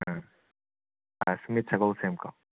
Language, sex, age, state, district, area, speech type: Manipuri, male, 30-45, Manipur, Imphal West, urban, conversation